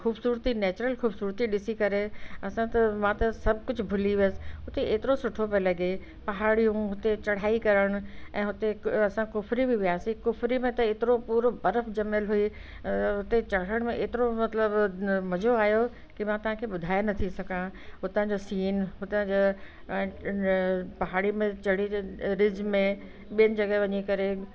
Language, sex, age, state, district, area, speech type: Sindhi, female, 60+, Delhi, South Delhi, urban, spontaneous